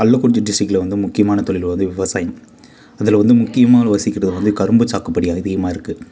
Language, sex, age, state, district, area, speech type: Tamil, male, 18-30, Tamil Nadu, Kallakurichi, urban, spontaneous